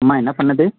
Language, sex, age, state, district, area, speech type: Tamil, male, 30-45, Tamil Nadu, Thoothukudi, urban, conversation